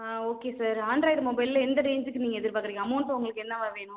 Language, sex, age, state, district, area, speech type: Tamil, female, 30-45, Tamil Nadu, Viluppuram, urban, conversation